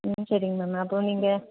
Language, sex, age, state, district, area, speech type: Tamil, female, 45-60, Tamil Nadu, Nilgiris, rural, conversation